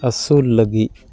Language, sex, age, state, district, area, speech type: Santali, male, 30-45, West Bengal, Dakshin Dinajpur, rural, spontaneous